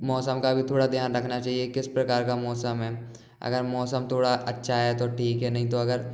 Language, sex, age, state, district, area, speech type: Hindi, male, 18-30, Madhya Pradesh, Gwalior, urban, spontaneous